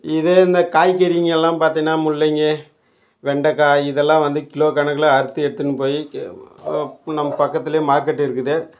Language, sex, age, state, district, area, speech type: Tamil, male, 60+, Tamil Nadu, Dharmapuri, rural, spontaneous